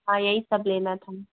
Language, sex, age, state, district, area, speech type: Hindi, female, 45-60, Uttar Pradesh, Mau, urban, conversation